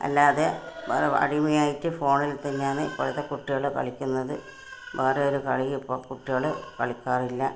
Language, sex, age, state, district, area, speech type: Malayalam, female, 60+, Kerala, Kannur, rural, spontaneous